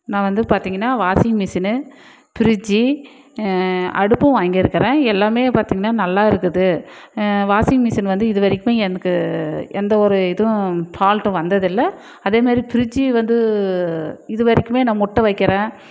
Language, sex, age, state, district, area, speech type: Tamil, female, 45-60, Tamil Nadu, Dharmapuri, rural, spontaneous